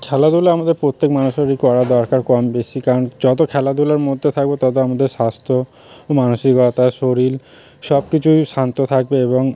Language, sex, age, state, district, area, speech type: Bengali, male, 30-45, West Bengal, South 24 Parganas, rural, spontaneous